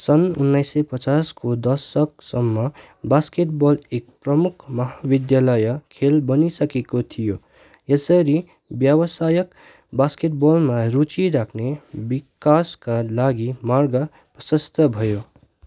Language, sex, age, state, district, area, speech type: Nepali, male, 18-30, West Bengal, Darjeeling, rural, read